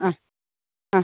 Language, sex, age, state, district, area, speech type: Malayalam, female, 45-60, Kerala, Kollam, rural, conversation